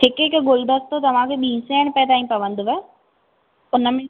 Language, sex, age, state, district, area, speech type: Sindhi, female, 18-30, Maharashtra, Thane, urban, conversation